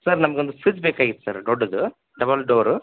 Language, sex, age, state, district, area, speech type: Kannada, male, 18-30, Karnataka, Koppal, rural, conversation